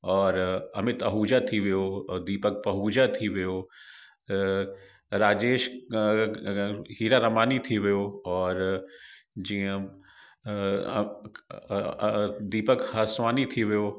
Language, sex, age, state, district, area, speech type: Sindhi, male, 45-60, Uttar Pradesh, Lucknow, urban, spontaneous